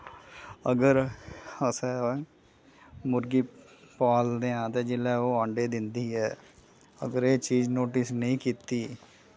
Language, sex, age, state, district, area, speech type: Dogri, male, 30-45, Jammu and Kashmir, Kathua, urban, spontaneous